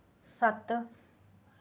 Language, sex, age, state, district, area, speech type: Dogri, female, 30-45, Jammu and Kashmir, Samba, urban, read